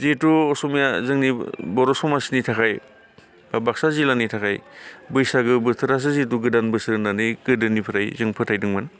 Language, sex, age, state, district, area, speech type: Bodo, male, 45-60, Assam, Baksa, urban, spontaneous